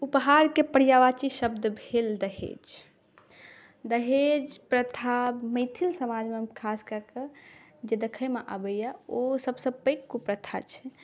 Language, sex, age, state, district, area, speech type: Maithili, female, 18-30, Bihar, Saharsa, urban, spontaneous